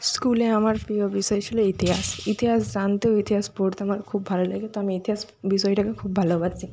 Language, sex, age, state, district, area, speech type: Bengali, female, 45-60, West Bengal, Jhargram, rural, spontaneous